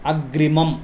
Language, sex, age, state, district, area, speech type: Sanskrit, male, 30-45, Telangana, Nizamabad, urban, read